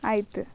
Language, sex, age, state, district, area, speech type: Kannada, female, 18-30, Karnataka, Bidar, urban, spontaneous